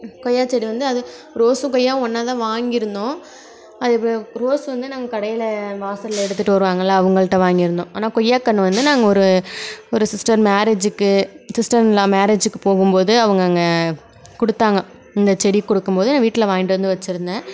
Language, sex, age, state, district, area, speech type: Tamil, female, 30-45, Tamil Nadu, Nagapattinam, rural, spontaneous